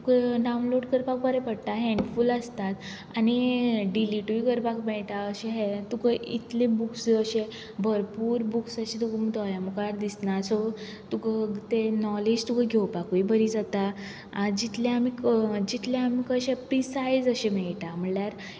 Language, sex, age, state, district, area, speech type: Goan Konkani, female, 18-30, Goa, Quepem, rural, spontaneous